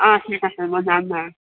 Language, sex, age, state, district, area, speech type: Assamese, female, 45-60, Assam, Tinsukia, urban, conversation